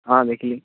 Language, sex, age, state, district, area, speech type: Odia, male, 18-30, Odisha, Jagatsinghpur, rural, conversation